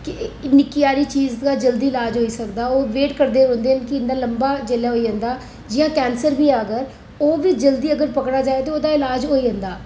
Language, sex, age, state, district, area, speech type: Dogri, female, 30-45, Jammu and Kashmir, Reasi, urban, spontaneous